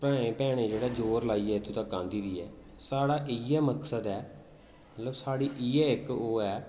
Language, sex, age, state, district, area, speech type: Dogri, male, 30-45, Jammu and Kashmir, Jammu, rural, spontaneous